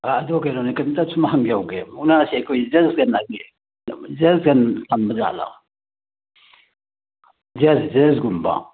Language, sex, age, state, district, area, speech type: Manipuri, male, 60+, Manipur, Churachandpur, urban, conversation